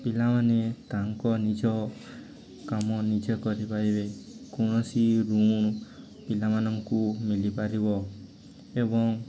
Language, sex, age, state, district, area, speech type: Odia, male, 18-30, Odisha, Nuapada, urban, spontaneous